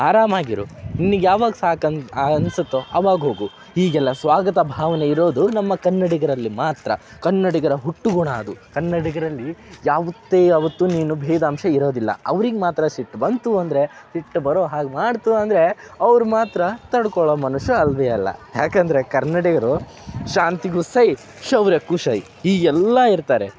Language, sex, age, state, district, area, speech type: Kannada, male, 18-30, Karnataka, Dharwad, urban, spontaneous